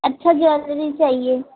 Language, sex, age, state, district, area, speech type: Hindi, female, 18-30, Uttar Pradesh, Azamgarh, rural, conversation